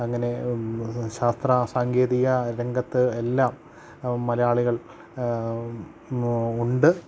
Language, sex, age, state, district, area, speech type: Malayalam, male, 30-45, Kerala, Idukki, rural, spontaneous